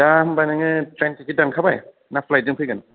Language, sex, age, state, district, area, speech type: Bodo, male, 18-30, Assam, Kokrajhar, urban, conversation